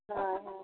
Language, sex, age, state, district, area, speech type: Santali, female, 30-45, Jharkhand, East Singhbhum, rural, conversation